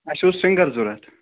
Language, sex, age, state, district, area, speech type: Kashmiri, male, 30-45, Jammu and Kashmir, Srinagar, urban, conversation